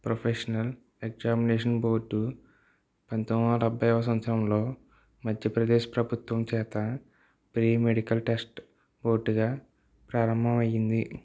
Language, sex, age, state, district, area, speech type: Telugu, male, 18-30, Andhra Pradesh, Eluru, rural, read